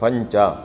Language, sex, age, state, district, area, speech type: Sanskrit, male, 30-45, Karnataka, Dakshina Kannada, rural, read